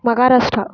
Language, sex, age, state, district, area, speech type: Tamil, female, 18-30, Tamil Nadu, Kallakurichi, rural, spontaneous